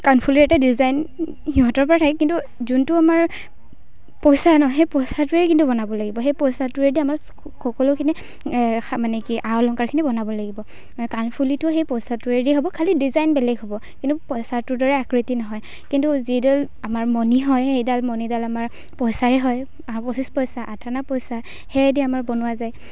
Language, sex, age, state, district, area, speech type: Assamese, female, 18-30, Assam, Kamrup Metropolitan, rural, spontaneous